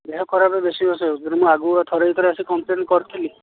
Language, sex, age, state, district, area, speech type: Odia, male, 30-45, Odisha, Kalahandi, rural, conversation